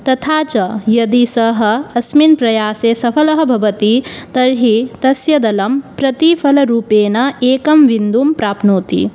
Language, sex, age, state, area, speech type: Sanskrit, female, 18-30, Tripura, rural, spontaneous